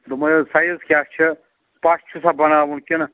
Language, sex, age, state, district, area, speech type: Kashmiri, male, 45-60, Jammu and Kashmir, Bandipora, rural, conversation